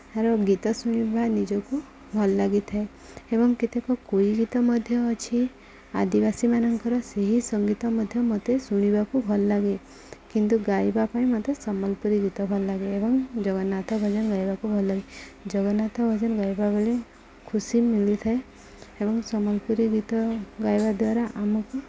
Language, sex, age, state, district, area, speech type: Odia, female, 30-45, Odisha, Subarnapur, urban, spontaneous